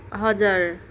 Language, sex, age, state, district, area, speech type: Nepali, female, 18-30, West Bengal, Kalimpong, rural, spontaneous